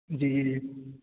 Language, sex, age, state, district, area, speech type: Urdu, male, 18-30, Uttar Pradesh, Balrampur, rural, conversation